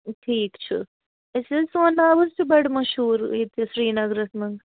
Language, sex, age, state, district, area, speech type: Kashmiri, female, 30-45, Jammu and Kashmir, Ganderbal, rural, conversation